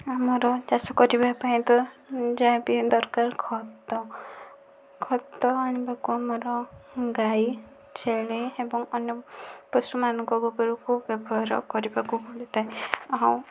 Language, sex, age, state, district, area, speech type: Odia, female, 45-60, Odisha, Kandhamal, rural, spontaneous